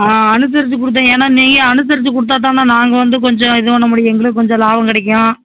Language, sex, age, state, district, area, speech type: Tamil, male, 18-30, Tamil Nadu, Virudhunagar, rural, conversation